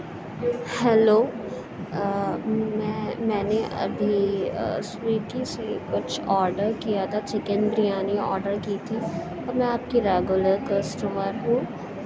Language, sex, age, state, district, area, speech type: Urdu, female, 30-45, Uttar Pradesh, Aligarh, urban, spontaneous